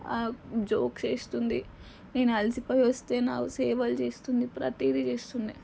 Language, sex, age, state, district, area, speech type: Telugu, female, 18-30, Telangana, Nalgonda, urban, spontaneous